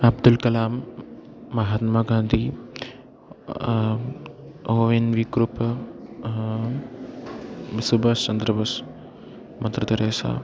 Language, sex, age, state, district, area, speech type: Malayalam, male, 18-30, Kerala, Idukki, rural, spontaneous